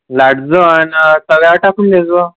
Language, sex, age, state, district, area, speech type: Marathi, male, 18-30, Maharashtra, Amravati, rural, conversation